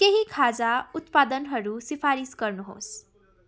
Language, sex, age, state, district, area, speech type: Nepali, female, 18-30, West Bengal, Darjeeling, rural, read